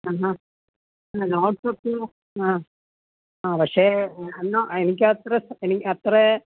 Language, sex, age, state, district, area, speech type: Malayalam, female, 60+, Kerala, Pathanamthitta, rural, conversation